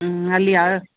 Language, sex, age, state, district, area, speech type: Kannada, female, 45-60, Karnataka, Bangalore Urban, urban, conversation